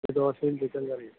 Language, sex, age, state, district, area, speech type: Malayalam, male, 30-45, Kerala, Thiruvananthapuram, rural, conversation